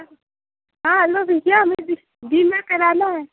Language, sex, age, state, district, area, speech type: Hindi, female, 18-30, Uttar Pradesh, Ghazipur, rural, conversation